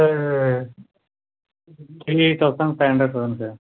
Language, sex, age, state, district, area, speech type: Tamil, male, 18-30, Tamil Nadu, Tiruvannamalai, urban, conversation